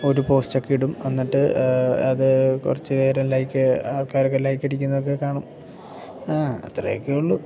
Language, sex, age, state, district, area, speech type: Malayalam, male, 18-30, Kerala, Idukki, rural, spontaneous